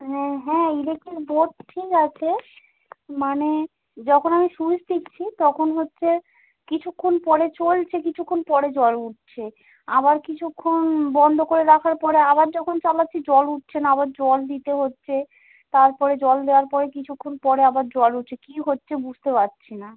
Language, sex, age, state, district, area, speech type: Bengali, female, 30-45, West Bengal, North 24 Parganas, urban, conversation